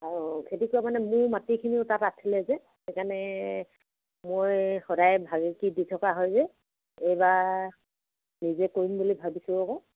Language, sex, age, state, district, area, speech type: Assamese, female, 60+, Assam, Dibrugarh, rural, conversation